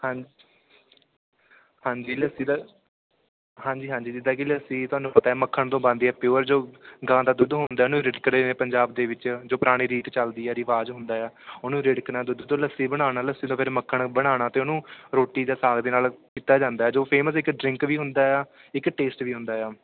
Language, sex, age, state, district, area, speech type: Punjabi, male, 18-30, Punjab, Fatehgarh Sahib, rural, conversation